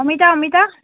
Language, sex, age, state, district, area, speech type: Assamese, female, 45-60, Assam, Golaghat, urban, conversation